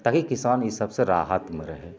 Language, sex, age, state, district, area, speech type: Maithili, male, 30-45, Bihar, Begusarai, urban, spontaneous